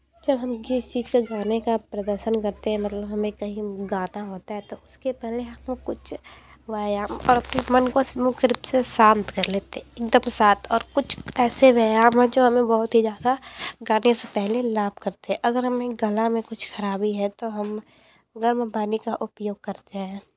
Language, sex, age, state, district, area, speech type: Hindi, female, 18-30, Uttar Pradesh, Sonbhadra, rural, spontaneous